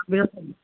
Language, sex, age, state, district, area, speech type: Manipuri, female, 60+, Manipur, Imphal East, urban, conversation